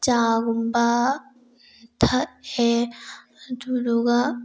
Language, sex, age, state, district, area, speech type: Manipuri, female, 18-30, Manipur, Bishnupur, rural, spontaneous